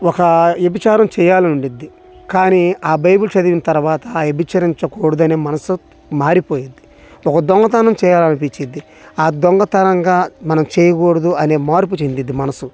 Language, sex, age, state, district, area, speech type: Telugu, male, 30-45, Andhra Pradesh, Bapatla, urban, spontaneous